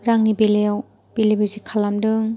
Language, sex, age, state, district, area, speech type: Bodo, female, 18-30, Assam, Chirang, rural, spontaneous